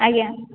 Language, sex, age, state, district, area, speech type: Odia, female, 18-30, Odisha, Nayagarh, rural, conversation